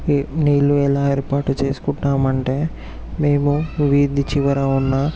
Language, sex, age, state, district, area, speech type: Telugu, male, 18-30, Telangana, Vikarabad, urban, spontaneous